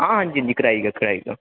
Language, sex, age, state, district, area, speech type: Dogri, male, 18-30, Jammu and Kashmir, Jammu, urban, conversation